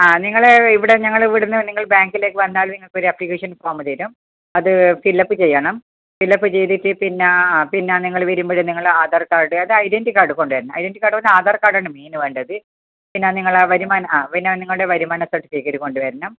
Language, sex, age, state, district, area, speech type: Malayalam, female, 60+, Kerala, Kasaragod, urban, conversation